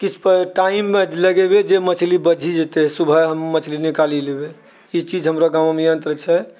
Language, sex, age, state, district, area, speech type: Maithili, male, 60+, Bihar, Purnia, rural, spontaneous